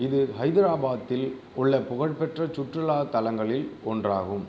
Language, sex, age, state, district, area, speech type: Tamil, male, 18-30, Tamil Nadu, Cuddalore, rural, read